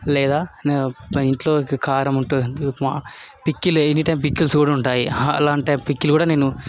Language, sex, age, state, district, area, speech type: Telugu, male, 18-30, Telangana, Hyderabad, urban, spontaneous